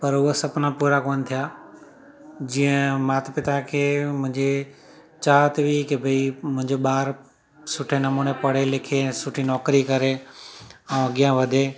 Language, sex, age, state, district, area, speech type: Sindhi, male, 30-45, Gujarat, Surat, urban, spontaneous